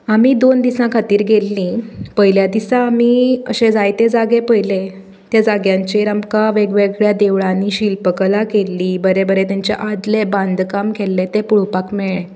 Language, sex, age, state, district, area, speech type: Goan Konkani, female, 18-30, Goa, Tiswadi, rural, spontaneous